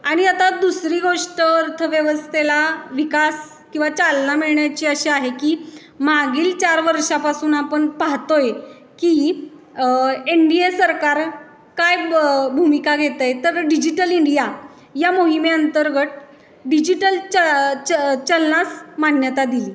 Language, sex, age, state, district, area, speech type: Marathi, female, 18-30, Maharashtra, Satara, urban, spontaneous